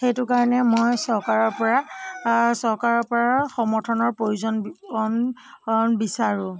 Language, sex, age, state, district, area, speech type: Assamese, female, 45-60, Assam, Morigaon, rural, spontaneous